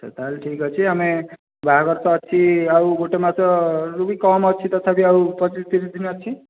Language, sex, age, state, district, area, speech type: Odia, male, 18-30, Odisha, Jajpur, rural, conversation